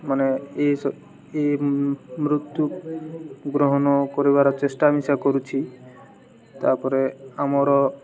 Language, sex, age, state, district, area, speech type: Odia, male, 18-30, Odisha, Malkangiri, urban, spontaneous